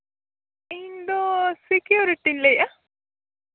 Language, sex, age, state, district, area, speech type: Santali, female, 18-30, Jharkhand, Seraikela Kharsawan, rural, conversation